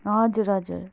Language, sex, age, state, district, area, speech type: Nepali, female, 30-45, West Bengal, Darjeeling, rural, spontaneous